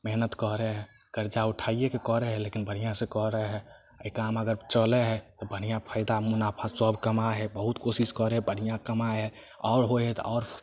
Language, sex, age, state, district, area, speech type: Maithili, male, 18-30, Bihar, Samastipur, rural, spontaneous